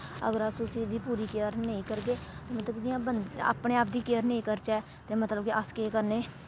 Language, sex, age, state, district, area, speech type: Dogri, female, 18-30, Jammu and Kashmir, Samba, rural, spontaneous